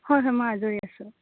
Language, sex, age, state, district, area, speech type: Assamese, female, 18-30, Assam, Sonitpur, urban, conversation